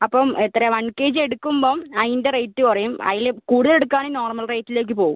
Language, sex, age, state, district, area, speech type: Malayalam, female, 30-45, Kerala, Wayanad, rural, conversation